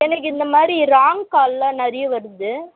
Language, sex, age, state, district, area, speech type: Tamil, female, 18-30, Tamil Nadu, Vellore, urban, conversation